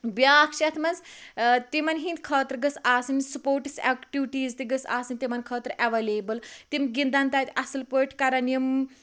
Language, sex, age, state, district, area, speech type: Kashmiri, female, 30-45, Jammu and Kashmir, Pulwama, rural, spontaneous